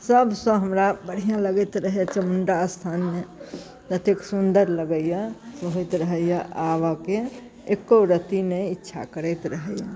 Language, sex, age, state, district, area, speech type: Maithili, female, 45-60, Bihar, Muzaffarpur, rural, spontaneous